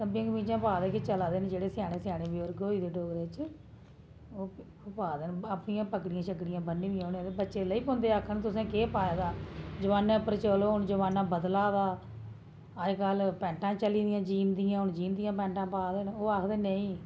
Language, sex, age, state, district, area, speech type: Dogri, female, 30-45, Jammu and Kashmir, Jammu, urban, spontaneous